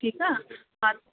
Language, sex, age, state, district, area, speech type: Sindhi, female, 30-45, Delhi, South Delhi, urban, conversation